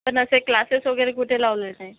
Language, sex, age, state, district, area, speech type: Marathi, female, 18-30, Maharashtra, Yavatmal, rural, conversation